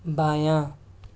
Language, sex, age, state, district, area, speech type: Urdu, male, 18-30, Delhi, South Delhi, urban, read